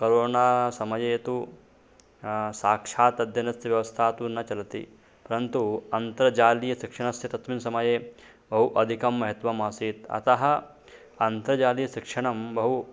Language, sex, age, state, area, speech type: Sanskrit, male, 18-30, Madhya Pradesh, rural, spontaneous